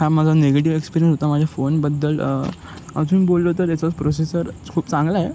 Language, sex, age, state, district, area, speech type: Marathi, male, 18-30, Maharashtra, Thane, urban, spontaneous